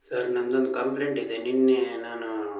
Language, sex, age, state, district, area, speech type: Kannada, male, 60+, Karnataka, Shimoga, rural, spontaneous